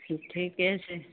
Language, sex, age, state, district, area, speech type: Maithili, female, 18-30, Bihar, Madhepura, rural, conversation